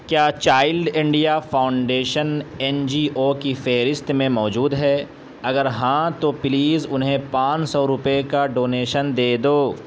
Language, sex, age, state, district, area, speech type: Urdu, male, 18-30, Uttar Pradesh, Saharanpur, urban, read